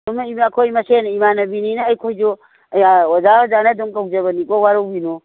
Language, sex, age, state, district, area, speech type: Manipuri, female, 60+, Manipur, Imphal East, rural, conversation